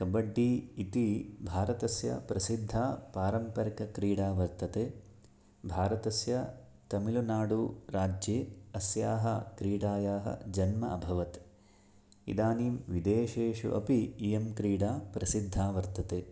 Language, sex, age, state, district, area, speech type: Sanskrit, male, 30-45, Karnataka, Chikkamagaluru, rural, spontaneous